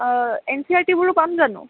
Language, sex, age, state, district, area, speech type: Assamese, female, 18-30, Assam, Kamrup Metropolitan, urban, conversation